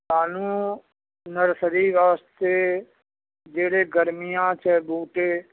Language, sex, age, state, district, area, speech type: Punjabi, male, 60+, Punjab, Bathinda, urban, conversation